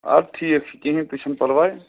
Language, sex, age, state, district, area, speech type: Kashmiri, male, 30-45, Jammu and Kashmir, Srinagar, urban, conversation